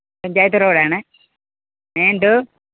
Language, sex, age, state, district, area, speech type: Malayalam, female, 45-60, Kerala, Pathanamthitta, rural, conversation